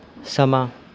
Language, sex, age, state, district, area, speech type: Punjabi, male, 30-45, Punjab, Rupnagar, rural, read